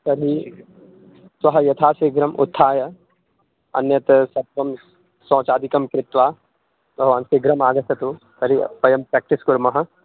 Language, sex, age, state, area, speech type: Sanskrit, male, 18-30, Bihar, rural, conversation